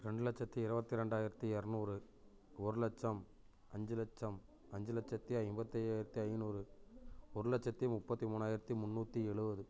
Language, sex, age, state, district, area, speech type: Tamil, male, 30-45, Tamil Nadu, Namakkal, rural, spontaneous